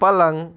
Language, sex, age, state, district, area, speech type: Marathi, male, 18-30, Maharashtra, Akola, rural, read